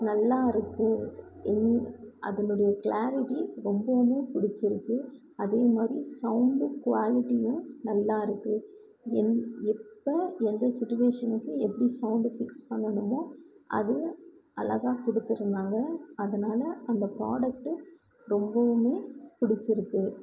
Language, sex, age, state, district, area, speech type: Tamil, female, 18-30, Tamil Nadu, Krishnagiri, rural, spontaneous